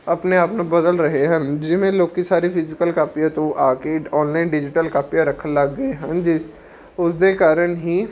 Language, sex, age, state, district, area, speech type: Punjabi, male, 18-30, Punjab, Patiala, urban, spontaneous